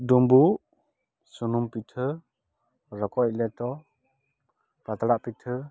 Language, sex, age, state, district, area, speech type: Santali, male, 30-45, West Bengal, Dakshin Dinajpur, rural, spontaneous